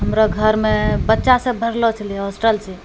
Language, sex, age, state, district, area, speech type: Maithili, female, 45-60, Bihar, Purnia, urban, spontaneous